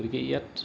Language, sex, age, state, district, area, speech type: Assamese, male, 45-60, Assam, Goalpara, urban, spontaneous